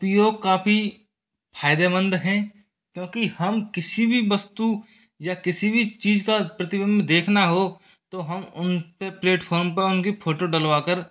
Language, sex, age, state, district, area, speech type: Hindi, male, 30-45, Rajasthan, Jaipur, urban, spontaneous